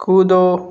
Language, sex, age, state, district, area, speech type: Hindi, male, 30-45, Uttar Pradesh, Sonbhadra, rural, read